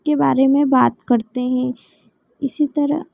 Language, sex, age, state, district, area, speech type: Hindi, female, 30-45, Madhya Pradesh, Ujjain, urban, spontaneous